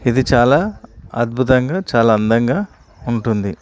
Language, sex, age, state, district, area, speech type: Telugu, male, 30-45, Telangana, Karimnagar, rural, spontaneous